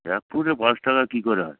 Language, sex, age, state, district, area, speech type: Bengali, male, 45-60, West Bengal, Hooghly, rural, conversation